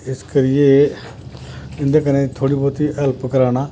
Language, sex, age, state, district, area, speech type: Dogri, male, 45-60, Jammu and Kashmir, Samba, rural, spontaneous